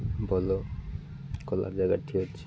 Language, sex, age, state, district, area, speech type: Odia, male, 30-45, Odisha, Nabarangpur, urban, spontaneous